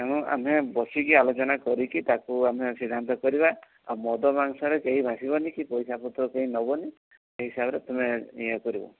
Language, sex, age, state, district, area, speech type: Odia, male, 45-60, Odisha, Mayurbhanj, rural, conversation